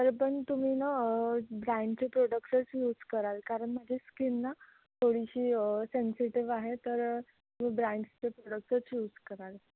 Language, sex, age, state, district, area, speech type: Marathi, female, 18-30, Maharashtra, Nagpur, urban, conversation